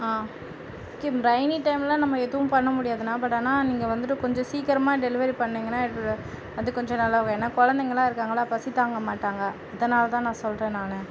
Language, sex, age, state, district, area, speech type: Tamil, female, 30-45, Tamil Nadu, Tiruvarur, urban, spontaneous